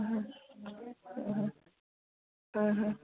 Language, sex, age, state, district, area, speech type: Assamese, female, 18-30, Assam, Goalpara, urban, conversation